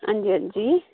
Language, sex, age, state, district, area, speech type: Dogri, female, 30-45, Jammu and Kashmir, Udhampur, rural, conversation